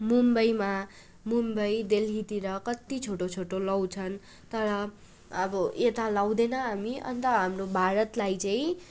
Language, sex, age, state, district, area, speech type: Nepali, female, 18-30, West Bengal, Darjeeling, rural, spontaneous